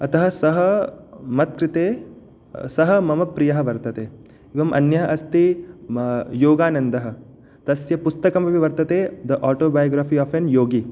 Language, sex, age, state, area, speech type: Sanskrit, male, 18-30, Jharkhand, urban, spontaneous